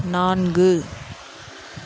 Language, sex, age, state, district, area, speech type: Tamil, female, 18-30, Tamil Nadu, Dharmapuri, rural, read